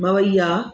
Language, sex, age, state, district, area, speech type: Sindhi, female, 45-60, Uttar Pradesh, Lucknow, urban, spontaneous